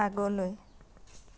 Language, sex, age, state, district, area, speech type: Assamese, female, 18-30, Assam, Dhemaji, rural, read